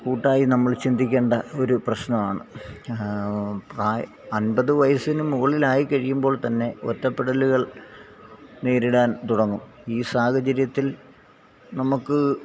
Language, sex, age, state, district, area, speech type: Malayalam, male, 45-60, Kerala, Alappuzha, rural, spontaneous